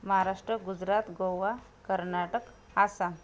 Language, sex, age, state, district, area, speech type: Marathi, other, 30-45, Maharashtra, Washim, rural, spontaneous